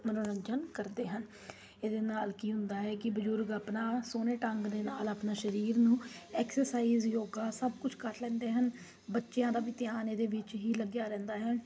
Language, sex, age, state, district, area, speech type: Punjabi, female, 30-45, Punjab, Kapurthala, urban, spontaneous